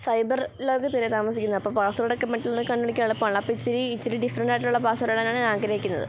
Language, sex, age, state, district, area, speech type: Malayalam, female, 18-30, Kerala, Kottayam, rural, spontaneous